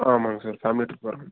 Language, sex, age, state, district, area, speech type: Tamil, male, 18-30, Tamil Nadu, Nilgiris, urban, conversation